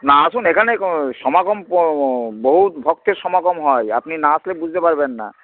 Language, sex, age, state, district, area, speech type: Bengali, male, 45-60, West Bengal, Hooghly, urban, conversation